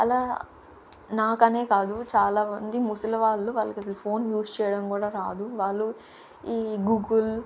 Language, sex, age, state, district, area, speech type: Telugu, female, 30-45, Andhra Pradesh, Chittoor, rural, spontaneous